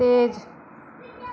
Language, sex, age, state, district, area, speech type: Dogri, female, 30-45, Jammu and Kashmir, Reasi, rural, read